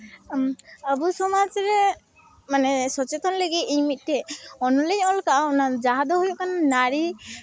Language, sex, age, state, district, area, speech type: Santali, female, 18-30, West Bengal, Malda, rural, spontaneous